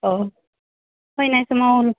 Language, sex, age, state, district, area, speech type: Bodo, female, 30-45, Assam, Udalguri, urban, conversation